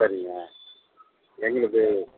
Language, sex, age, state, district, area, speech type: Tamil, male, 45-60, Tamil Nadu, Perambalur, urban, conversation